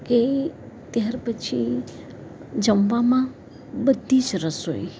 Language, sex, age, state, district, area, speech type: Gujarati, female, 60+, Gujarat, Valsad, rural, spontaneous